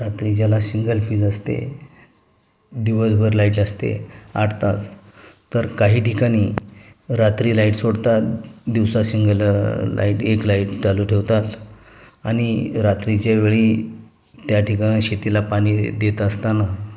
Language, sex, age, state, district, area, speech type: Marathi, male, 30-45, Maharashtra, Ratnagiri, rural, spontaneous